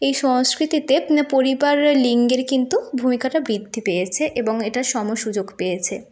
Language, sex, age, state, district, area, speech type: Bengali, female, 18-30, West Bengal, North 24 Parganas, urban, spontaneous